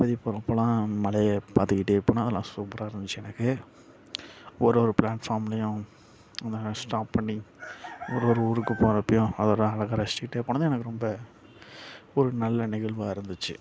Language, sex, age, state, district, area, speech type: Tamil, male, 18-30, Tamil Nadu, Nagapattinam, rural, spontaneous